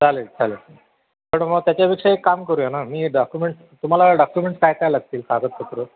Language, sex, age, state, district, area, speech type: Marathi, male, 60+, Maharashtra, Sindhudurg, rural, conversation